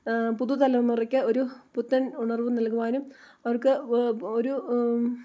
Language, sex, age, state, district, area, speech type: Malayalam, female, 30-45, Kerala, Idukki, rural, spontaneous